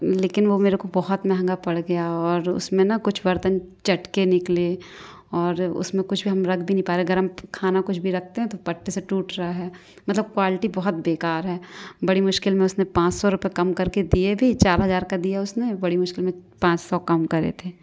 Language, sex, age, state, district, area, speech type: Hindi, female, 18-30, Madhya Pradesh, Katni, urban, spontaneous